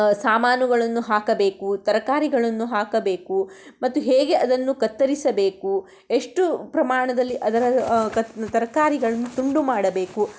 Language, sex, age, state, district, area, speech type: Kannada, female, 60+, Karnataka, Shimoga, rural, spontaneous